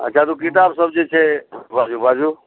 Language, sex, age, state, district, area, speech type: Maithili, male, 60+, Bihar, Araria, rural, conversation